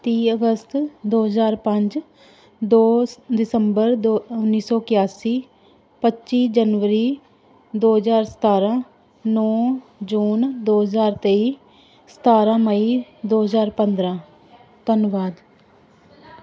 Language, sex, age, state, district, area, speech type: Punjabi, female, 30-45, Punjab, Pathankot, rural, spontaneous